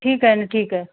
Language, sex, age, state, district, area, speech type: Marathi, female, 30-45, Maharashtra, Thane, urban, conversation